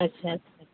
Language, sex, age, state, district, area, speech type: Odia, female, 45-60, Odisha, Sundergarh, rural, conversation